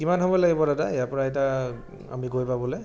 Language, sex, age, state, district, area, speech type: Assamese, male, 45-60, Assam, Morigaon, rural, spontaneous